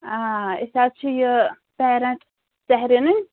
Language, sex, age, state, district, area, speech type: Kashmiri, female, 30-45, Jammu and Kashmir, Pulwama, urban, conversation